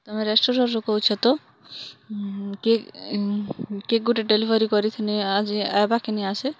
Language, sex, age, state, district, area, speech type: Odia, female, 30-45, Odisha, Kalahandi, rural, spontaneous